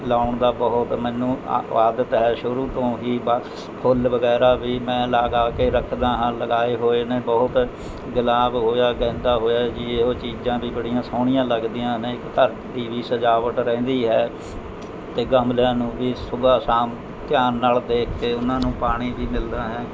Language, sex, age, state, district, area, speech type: Punjabi, male, 60+, Punjab, Mohali, rural, spontaneous